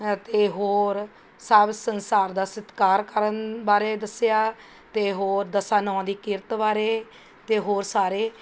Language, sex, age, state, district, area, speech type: Punjabi, female, 45-60, Punjab, Mohali, urban, spontaneous